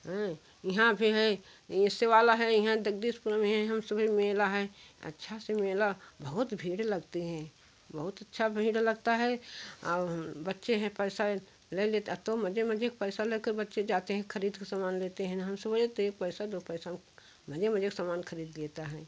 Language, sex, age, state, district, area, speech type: Hindi, female, 60+, Uttar Pradesh, Jaunpur, rural, spontaneous